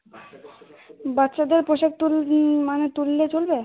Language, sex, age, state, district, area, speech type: Bengali, female, 18-30, West Bengal, Uttar Dinajpur, urban, conversation